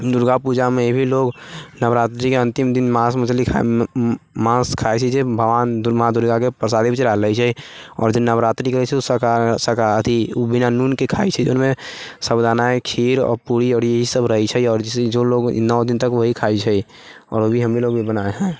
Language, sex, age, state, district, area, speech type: Maithili, male, 45-60, Bihar, Sitamarhi, urban, spontaneous